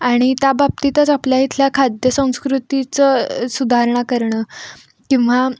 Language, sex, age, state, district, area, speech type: Marathi, female, 18-30, Maharashtra, Kolhapur, urban, spontaneous